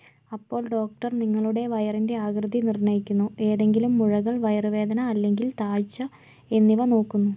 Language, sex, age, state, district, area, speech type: Malayalam, female, 45-60, Kerala, Kozhikode, urban, read